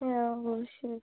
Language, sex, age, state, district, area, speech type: Bengali, female, 45-60, West Bengal, Dakshin Dinajpur, urban, conversation